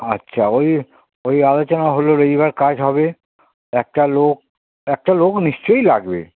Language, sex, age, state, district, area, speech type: Bengali, male, 60+, West Bengal, Hooghly, rural, conversation